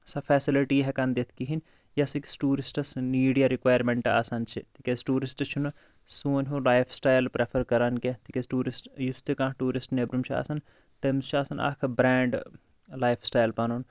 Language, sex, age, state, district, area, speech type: Kashmiri, male, 18-30, Jammu and Kashmir, Bandipora, rural, spontaneous